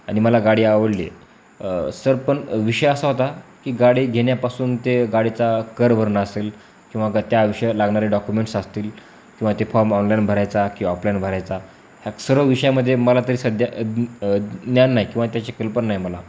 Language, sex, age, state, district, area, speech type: Marathi, male, 18-30, Maharashtra, Beed, rural, spontaneous